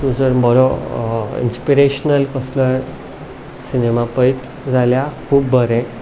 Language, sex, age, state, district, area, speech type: Goan Konkani, male, 18-30, Goa, Ponda, urban, spontaneous